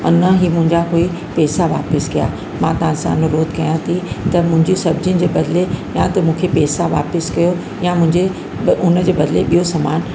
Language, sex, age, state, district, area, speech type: Sindhi, female, 60+, Uttar Pradesh, Lucknow, rural, spontaneous